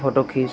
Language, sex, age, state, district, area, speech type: Hindi, male, 18-30, Uttar Pradesh, Pratapgarh, urban, spontaneous